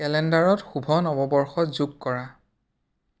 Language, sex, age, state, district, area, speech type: Assamese, male, 18-30, Assam, Biswanath, rural, read